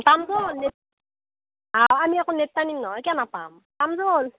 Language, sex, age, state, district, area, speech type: Assamese, female, 45-60, Assam, Darrang, rural, conversation